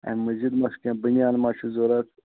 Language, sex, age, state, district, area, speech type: Kashmiri, male, 60+, Jammu and Kashmir, Shopian, rural, conversation